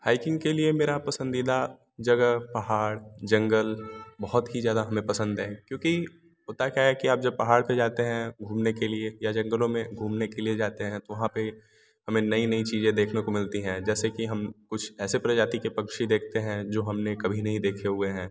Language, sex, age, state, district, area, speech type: Hindi, male, 18-30, Uttar Pradesh, Varanasi, rural, spontaneous